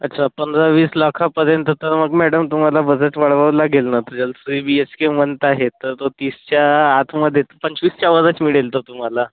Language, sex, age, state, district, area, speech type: Marathi, female, 18-30, Maharashtra, Bhandara, urban, conversation